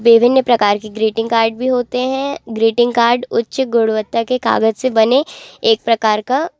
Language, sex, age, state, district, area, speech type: Hindi, female, 18-30, Madhya Pradesh, Jabalpur, urban, spontaneous